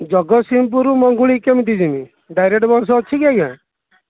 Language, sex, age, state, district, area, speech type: Odia, male, 45-60, Odisha, Kendujhar, urban, conversation